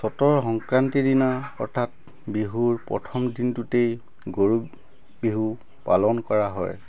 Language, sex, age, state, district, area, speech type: Assamese, male, 45-60, Assam, Tinsukia, rural, spontaneous